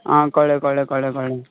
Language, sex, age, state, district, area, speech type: Goan Konkani, male, 18-30, Goa, Canacona, rural, conversation